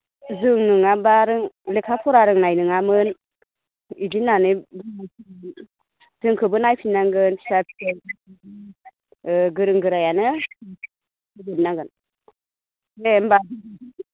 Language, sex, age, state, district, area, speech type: Bodo, female, 30-45, Assam, Baksa, rural, conversation